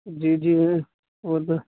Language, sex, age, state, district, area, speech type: Urdu, male, 18-30, Uttar Pradesh, Saharanpur, urban, conversation